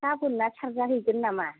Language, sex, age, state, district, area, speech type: Bodo, female, 45-60, Assam, Kokrajhar, rural, conversation